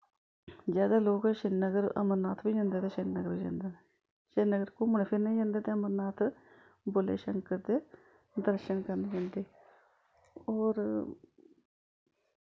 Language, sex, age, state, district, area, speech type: Dogri, female, 45-60, Jammu and Kashmir, Samba, urban, spontaneous